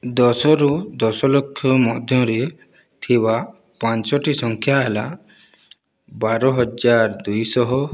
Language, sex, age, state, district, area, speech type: Odia, male, 18-30, Odisha, Boudh, rural, spontaneous